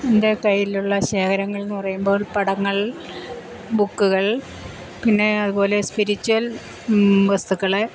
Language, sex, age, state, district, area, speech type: Malayalam, female, 60+, Kerala, Kottayam, rural, spontaneous